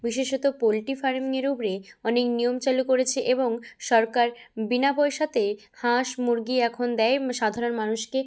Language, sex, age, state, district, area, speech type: Bengali, female, 18-30, West Bengal, Bankura, rural, spontaneous